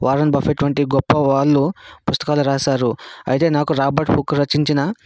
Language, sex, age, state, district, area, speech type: Telugu, male, 30-45, Andhra Pradesh, Vizianagaram, urban, spontaneous